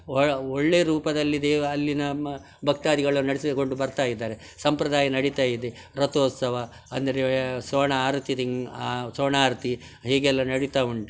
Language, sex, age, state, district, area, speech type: Kannada, male, 60+, Karnataka, Udupi, rural, spontaneous